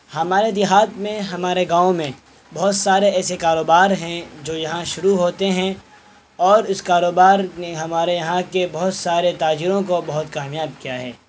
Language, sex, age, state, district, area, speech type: Urdu, male, 18-30, Bihar, Purnia, rural, spontaneous